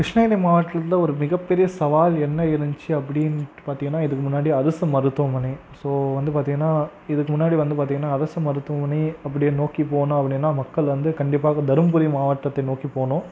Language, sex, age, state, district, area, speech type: Tamil, male, 18-30, Tamil Nadu, Krishnagiri, rural, spontaneous